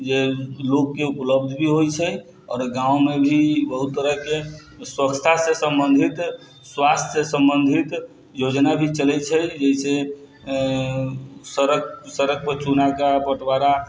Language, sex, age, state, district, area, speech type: Maithili, male, 30-45, Bihar, Sitamarhi, rural, spontaneous